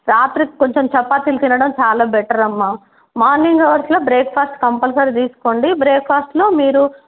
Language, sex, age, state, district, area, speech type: Telugu, female, 45-60, Telangana, Nizamabad, rural, conversation